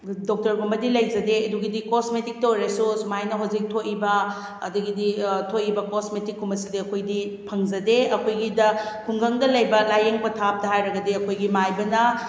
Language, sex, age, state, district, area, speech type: Manipuri, female, 30-45, Manipur, Kakching, rural, spontaneous